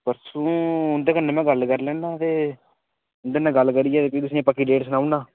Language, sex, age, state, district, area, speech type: Dogri, male, 18-30, Jammu and Kashmir, Udhampur, urban, conversation